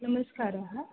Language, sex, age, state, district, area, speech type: Sanskrit, female, 18-30, Maharashtra, Nagpur, urban, conversation